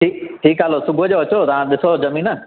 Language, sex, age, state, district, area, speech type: Sindhi, male, 45-60, Madhya Pradesh, Katni, rural, conversation